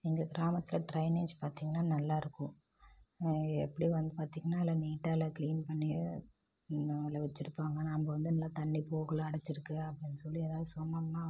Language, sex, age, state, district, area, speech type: Tamil, female, 30-45, Tamil Nadu, Namakkal, rural, spontaneous